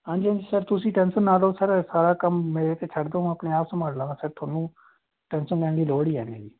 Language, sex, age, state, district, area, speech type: Punjabi, male, 30-45, Punjab, Fazilka, rural, conversation